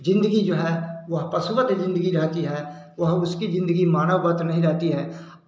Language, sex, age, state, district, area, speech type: Hindi, male, 60+, Bihar, Samastipur, rural, spontaneous